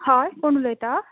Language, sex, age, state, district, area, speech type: Goan Konkani, female, 18-30, Goa, Bardez, urban, conversation